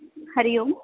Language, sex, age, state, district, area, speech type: Sanskrit, female, 18-30, Maharashtra, Wardha, urban, conversation